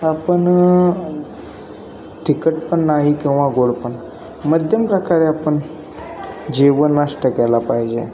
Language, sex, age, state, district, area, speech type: Marathi, male, 18-30, Maharashtra, Satara, rural, spontaneous